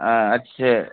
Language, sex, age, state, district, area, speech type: Urdu, male, 30-45, Bihar, Madhubani, rural, conversation